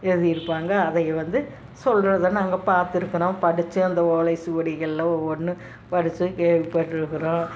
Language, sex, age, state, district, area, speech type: Tamil, female, 60+, Tamil Nadu, Tiruppur, rural, spontaneous